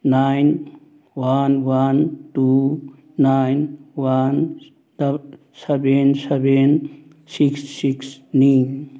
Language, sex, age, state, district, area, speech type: Manipuri, male, 60+, Manipur, Churachandpur, urban, read